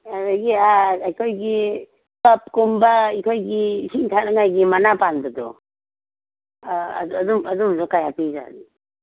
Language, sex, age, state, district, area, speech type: Manipuri, female, 45-60, Manipur, Imphal East, rural, conversation